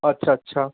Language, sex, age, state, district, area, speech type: Hindi, male, 30-45, Madhya Pradesh, Bhopal, urban, conversation